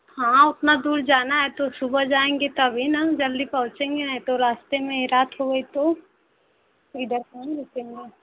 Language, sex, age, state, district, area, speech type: Hindi, female, 18-30, Uttar Pradesh, Mau, rural, conversation